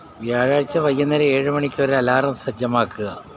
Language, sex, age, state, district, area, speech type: Malayalam, male, 60+, Kerala, Alappuzha, rural, read